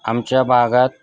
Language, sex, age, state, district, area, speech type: Marathi, male, 45-60, Maharashtra, Osmanabad, rural, spontaneous